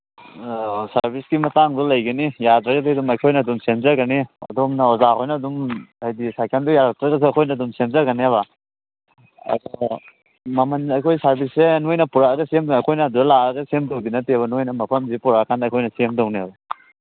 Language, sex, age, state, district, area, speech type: Manipuri, male, 18-30, Manipur, Churachandpur, rural, conversation